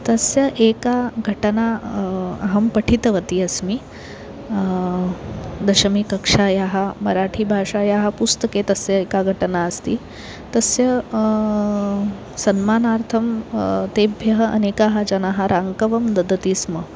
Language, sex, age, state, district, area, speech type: Sanskrit, female, 30-45, Maharashtra, Nagpur, urban, spontaneous